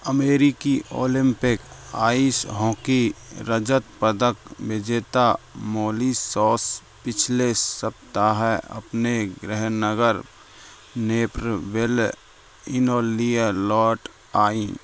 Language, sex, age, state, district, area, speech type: Hindi, male, 45-60, Rajasthan, Karauli, rural, read